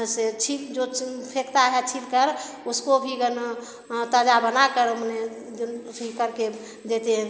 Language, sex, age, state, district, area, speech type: Hindi, female, 60+, Bihar, Begusarai, rural, spontaneous